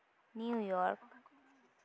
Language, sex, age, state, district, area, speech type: Santali, female, 18-30, West Bengal, Bankura, rural, spontaneous